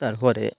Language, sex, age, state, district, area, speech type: Bengali, male, 45-60, West Bengal, Birbhum, urban, spontaneous